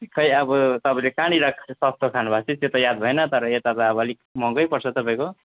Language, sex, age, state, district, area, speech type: Nepali, male, 30-45, West Bengal, Jalpaiguri, rural, conversation